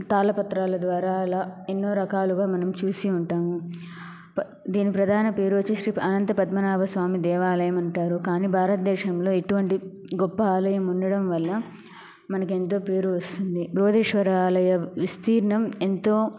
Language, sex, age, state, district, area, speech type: Telugu, female, 30-45, Andhra Pradesh, Chittoor, urban, spontaneous